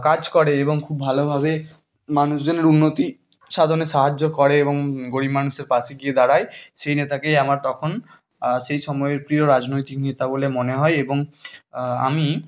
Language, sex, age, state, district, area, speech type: Bengali, male, 18-30, West Bengal, Bankura, urban, spontaneous